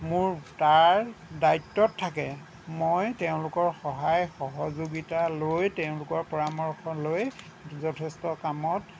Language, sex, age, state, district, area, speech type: Assamese, male, 60+, Assam, Lakhimpur, rural, spontaneous